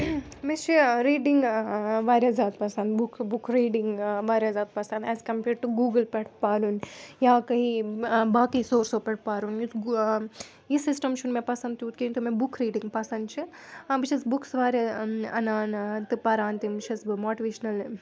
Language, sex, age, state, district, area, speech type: Kashmiri, female, 18-30, Jammu and Kashmir, Srinagar, urban, spontaneous